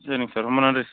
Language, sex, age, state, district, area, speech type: Tamil, male, 45-60, Tamil Nadu, Sivaganga, urban, conversation